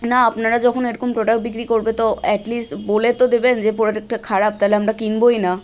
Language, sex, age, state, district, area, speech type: Bengali, female, 18-30, West Bengal, Malda, rural, spontaneous